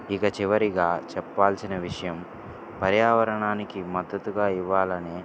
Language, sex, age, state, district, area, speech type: Telugu, male, 18-30, Andhra Pradesh, Guntur, urban, spontaneous